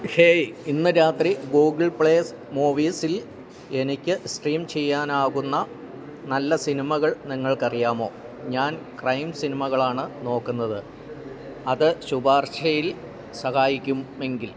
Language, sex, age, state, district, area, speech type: Malayalam, male, 60+, Kerala, Idukki, rural, read